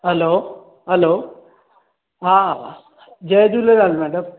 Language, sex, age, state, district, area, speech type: Sindhi, male, 18-30, Maharashtra, Thane, urban, conversation